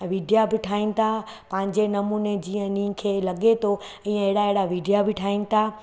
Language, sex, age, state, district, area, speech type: Sindhi, female, 30-45, Gujarat, Surat, urban, spontaneous